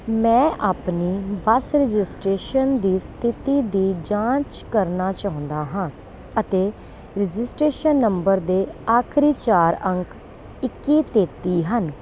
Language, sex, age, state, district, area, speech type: Punjabi, female, 30-45, Punjab, Kapurthala, rural, read